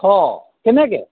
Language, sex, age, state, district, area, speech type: Assamese, male, 45-60, Assam, Golaghat, rural, conversation